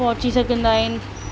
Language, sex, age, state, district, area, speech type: Sindhi, female, 18-30, Delhi, South Delhi, urban, spontaneous